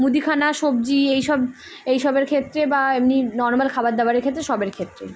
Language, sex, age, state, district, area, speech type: Bengali, female, 18-30, West Bengal, Kolkata, urban, spontaneous